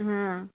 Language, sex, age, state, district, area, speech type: Odia, female, 45-60, Odisha, Angul, rural, conversation